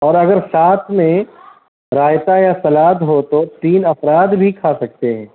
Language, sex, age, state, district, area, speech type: Urdu, male, 30-45, Bihar, Gaya, urban, conversation